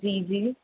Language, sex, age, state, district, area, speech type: Sindhi, female, 18-30, Rajasthan, Ajmer, urban, conversation